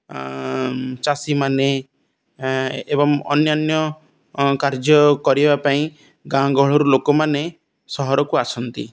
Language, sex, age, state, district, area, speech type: Odia, male, 30-45, Odisha, Ganjam, urban, spontaneous